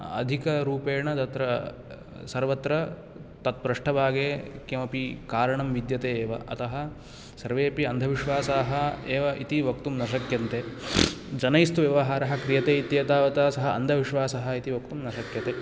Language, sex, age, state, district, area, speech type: Sanskrit, male, 18-30, Karnataka, Uttara Kannada, rural, spontaneous